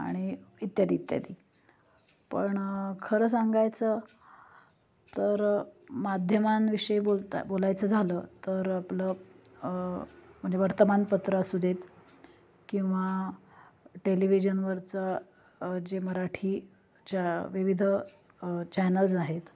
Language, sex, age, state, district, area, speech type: Marathi, female, 30-45, Maharashtra, Nashik, urban, spontaneous